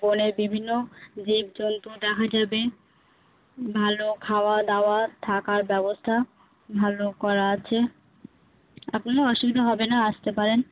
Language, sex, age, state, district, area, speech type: Bengali, female, 18-30, West Bengal, Birbhum, urban, conversation